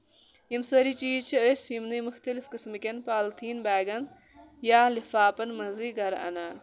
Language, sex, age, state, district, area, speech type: Kashmiri, male, 18-30, Jammu and Kashmir, Kulgam, rural, spontaneous